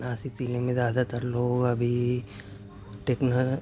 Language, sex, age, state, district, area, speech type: Urdu, male, 30-45, Maharashtra, Nashik, urban, spontaneous